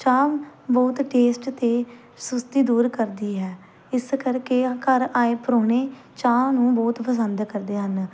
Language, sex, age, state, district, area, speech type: Punjabi, female, 18-30, Punjab, Pathankot, rural, spontaneous